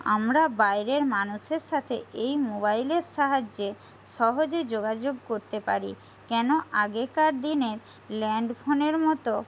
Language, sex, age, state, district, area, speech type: Bengali, female, 45-60, West Bengal, Jhargram, rural, spontaneous